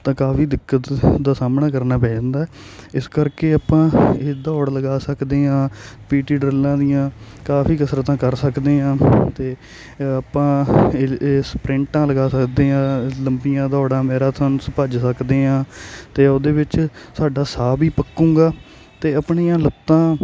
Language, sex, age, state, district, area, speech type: Punjabi, male, 18-30, Punjab, Hoshiarpur, rural, spontaneous